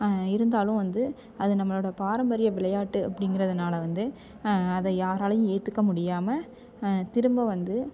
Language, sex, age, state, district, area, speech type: Tamil, female, 18-30, Tamil Nadu, Thanjavur, rural, spontaneous